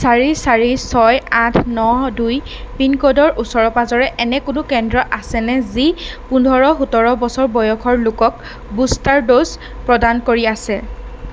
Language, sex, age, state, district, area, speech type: Assamese, female, 18-30, Assam, Darrang, rural, read